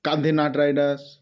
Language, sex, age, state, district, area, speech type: Bengali, male, 18-30, West Bengal, Murshidabad, urban, spontaneous